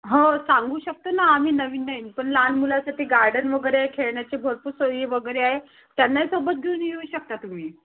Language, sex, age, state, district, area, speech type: Marathi, female, 30-45, Maharashtra, Thane, urban, conversation